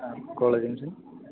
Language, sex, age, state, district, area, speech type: Malayalam, male, 18-30, Kerala, Idukki, rural, conversation